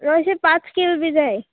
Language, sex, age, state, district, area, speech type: Goan Konkani, female, 18-30, Goa, Murmgao, urban, conversation